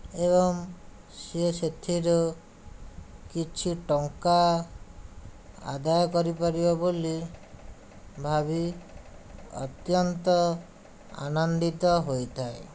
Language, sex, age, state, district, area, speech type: Odia, male, 60+, Odisha, Khordha, rural, spontaneous